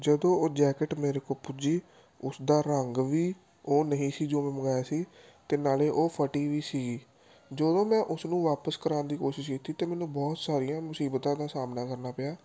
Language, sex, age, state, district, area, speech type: Punjabi, male, 18-30, Punjab, Gurdaspur, urban, spontaneous